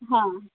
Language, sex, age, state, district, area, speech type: Gujarati, female, 30-45, Gujarat, Kheda, rural, conversation